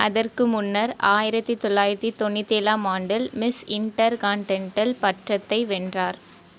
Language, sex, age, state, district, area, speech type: Tamil, female, 18-30, Tamil Nadu, Thoothukudi, rural, read